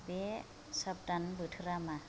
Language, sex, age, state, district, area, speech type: Bodo, female, 45-60, Assam, Kokrajhar, rural, read